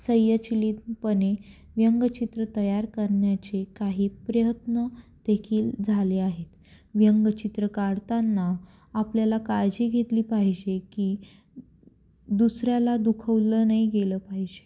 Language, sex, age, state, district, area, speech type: Marathi, female, 18-30, Maharashtra, Nashik, urban, spontaneous